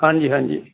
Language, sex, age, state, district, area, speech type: Punjabi, male, 60+, Punjab, Bathinda, rural, conversation